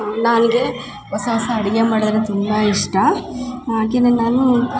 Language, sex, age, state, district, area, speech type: Kannada, female, 30-45, Karnataka, Chikkamagaluru, rural, spontaneous